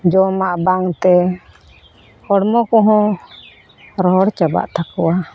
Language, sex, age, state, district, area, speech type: Santali, female, 45-60, West Bengal, Malda, rural, spontaneous